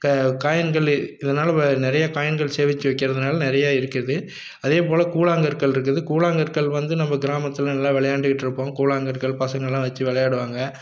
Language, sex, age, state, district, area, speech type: Tamil, male, 45-60, Tamil Nadu, Salem, rural, spontaneous